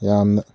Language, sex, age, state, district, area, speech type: Manipuri, male, 30-45, Manipur, Kakching, rural, spontaneous